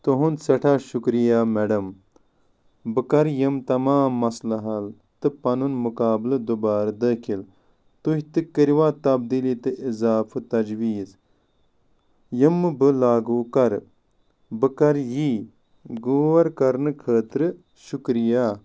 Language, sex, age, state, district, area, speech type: Kashmiri, male, 30-45, Jammu and Kashmir, Ganderbal, rural, read